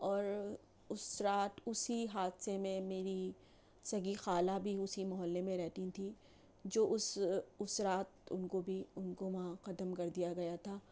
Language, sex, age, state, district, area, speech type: Urdu, female, 45-60, Delhi, New Delhi, urban, spontaneous